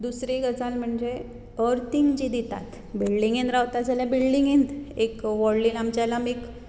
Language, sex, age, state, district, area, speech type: Goan Konkani, female, 45-60, Goa, Bardez, urban, spontaneous